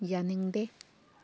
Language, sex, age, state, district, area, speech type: Manipuri, female, 18-30, Manipur, Thoubal, rural, read